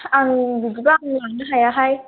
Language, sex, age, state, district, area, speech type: Bodo, female, 18-30, Assam, Kokrajhar, urban, conversation